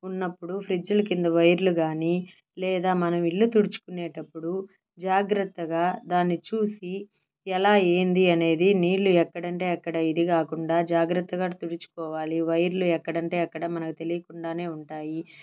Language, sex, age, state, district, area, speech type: Telugu, female, 30-45, Andhra Pradesh, Nellore, urban, spontaneous